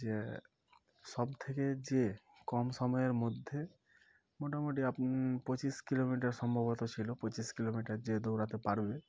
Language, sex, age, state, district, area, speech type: Bengali, male, 18-30, West Bengal, Murshidabad, urban, spontaneous